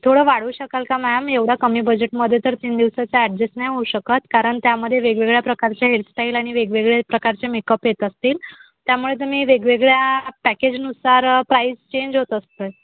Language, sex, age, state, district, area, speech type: Marathi, female, 30-45, Maharashtra, Wardha, urban, conversation